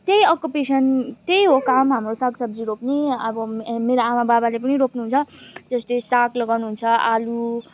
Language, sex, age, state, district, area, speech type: Nepali, female, 18-30, West Bengal, Kalimpong, rural, spontaneous